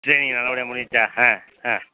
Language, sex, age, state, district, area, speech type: Tamil, male, 45-60, Tamil Nadu, Thanjavur, rural, conversation